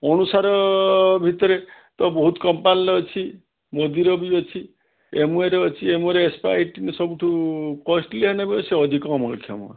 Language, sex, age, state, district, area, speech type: Odia, male, 60+, Odisha, Balasore, rural, conversation